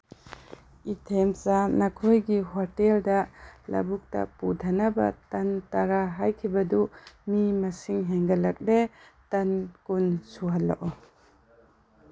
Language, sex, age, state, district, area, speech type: Manipuri, female, 30-45, Manipur, Tengnoupal, rural, spontaneous